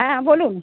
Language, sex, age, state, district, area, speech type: Bengali, female, 60+, West Bengal, North 24 Parganas, urban, conversation